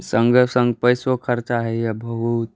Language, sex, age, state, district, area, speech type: Maithili, other, 18-30, Bihar, Saharsa, rural, spontaneous